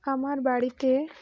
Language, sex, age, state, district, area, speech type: Bengali, female, 18-30, West Bengal, Uttar Dinajpur, urban, spontaneous